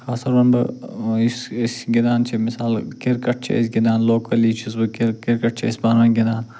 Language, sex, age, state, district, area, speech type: Kashmiri, male, 45-60, Jammu and Kashmir, Ganderbal, rural, spontaneous